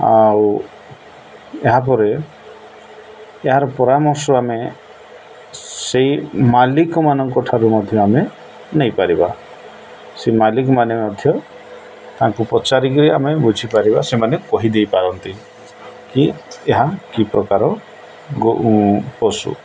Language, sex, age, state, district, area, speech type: Odia, male, 45-60, Odisha, Nabarangpur, urban, spontaneous